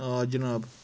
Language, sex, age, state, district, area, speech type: Kashmiri, male, 18-30, Jammu and Kashmir, Kulgam, rural, spontaneous